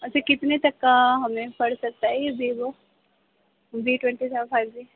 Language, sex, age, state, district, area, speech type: Urdu, female, 18-30, Uttar Pradesh, Gautam Buddha Nagar, urban, conversation